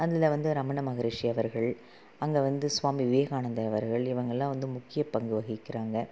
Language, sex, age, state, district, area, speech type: Tamil, female, 30-45, Tamil Nadu, Salem, urban, spontaneous